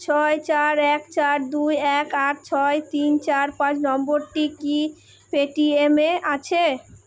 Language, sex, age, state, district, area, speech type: Bengali, female, 18-30, West Bengal, Purba Bardhaman, urban, read